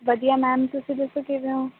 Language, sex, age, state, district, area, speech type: Punjabi, female, 18-30, Punjab, Kapurthala, urban, conversation